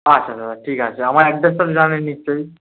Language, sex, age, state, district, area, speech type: Bengali, male, 18-30, West Bengal, Darjeeling, rural, conversation